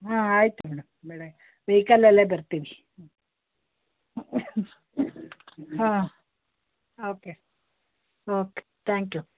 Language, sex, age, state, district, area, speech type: Kannada, female, 60+, Karnataka, Mandya, rural, conversation